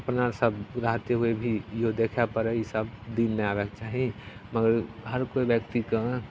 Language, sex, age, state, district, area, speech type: Maithili, male, 18-30, Bihar, Begusarai, rural, spontaneous